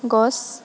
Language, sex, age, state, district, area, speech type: Assamese, female, 30-45, Assam, Nagaon, rural, read